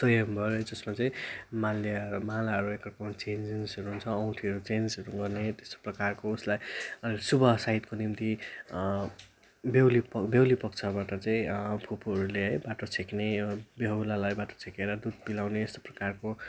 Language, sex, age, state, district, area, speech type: Nepali, male, 18-30, West Bengal, Darjeeling, rural, spontaneous